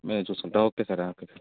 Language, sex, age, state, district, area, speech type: Telugu, male, 30-45, Andhra Pradesh, Alluri Sitarama Raju, rural, conversation